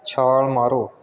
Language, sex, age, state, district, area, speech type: Punjabi, male, 30-45, Punjab, Kapurthala, rural, read